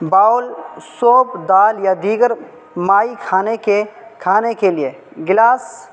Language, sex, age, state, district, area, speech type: Urdu, male, 18-30, Uttar Pradesh, Saharanpur, urban, spontaneous